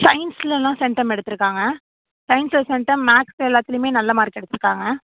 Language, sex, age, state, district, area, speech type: Tamil, female, 18-30, Tamil Nadu, Tiruvarur, urban, conversation